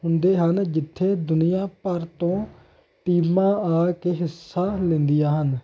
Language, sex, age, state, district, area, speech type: Punjabi, male, 18-30, Punjab, Hoshiarpur, rural, spontaneous